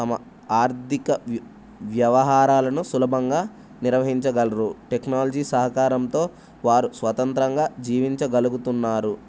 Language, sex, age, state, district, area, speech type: Telugu, male, 18-30, Telangana, Jayashankar, urban, spontaneous